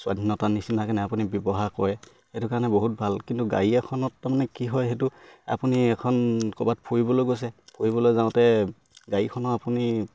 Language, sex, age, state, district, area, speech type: Assamese, male, 18-30, Assam, Sivasagar, rural, spontaneous